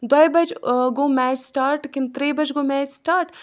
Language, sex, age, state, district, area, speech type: Kashmiri, female, 18-30, Jammu and Kashmir, Budgam, rural, spontaneous